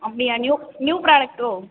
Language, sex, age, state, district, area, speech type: Tamil, female, 18-30, Tamil Nadu, Sivaganga, rural, conversation